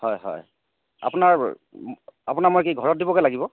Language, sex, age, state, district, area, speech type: Assamese, male, 30-45, Assam, Jorhat, urban, conversation